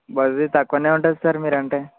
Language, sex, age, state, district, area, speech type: Telugu, male, 18-30, Telangana, Vikarabad, urban, conversation